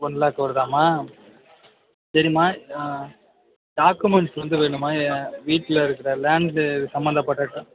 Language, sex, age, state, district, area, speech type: Tamil, male, 45-60, Tamil Nadu, Mayiladuthurai, rural, conversation